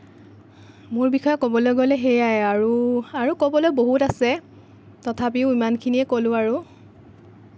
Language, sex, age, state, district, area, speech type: Assamese, female, 18-30, Assam, Lakhimpur, rural, spontaneous